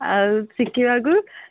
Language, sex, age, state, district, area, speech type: Odia, female, 45-60, Odisha, Sundergarh, rural, conversation